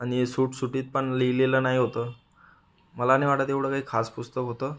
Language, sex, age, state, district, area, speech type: Marathi, male, 30-45, Maharashtra, Buldhana, urban, spontaneous